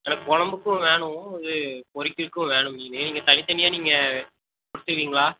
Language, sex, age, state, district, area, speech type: Tamil, male, 18-30, Tamil Nadu, Tirunelveli, rural, conversation